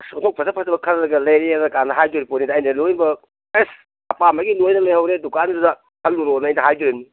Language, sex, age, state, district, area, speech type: Manipuri, male, 60+, Manipur, Kangpokpi, urban, conversation